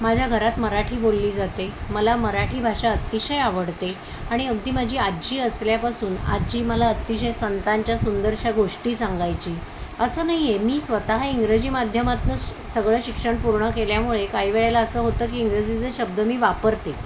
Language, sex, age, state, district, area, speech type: Marathi, female, 30-45, Maharashtra, Palghar, urban, spontaneous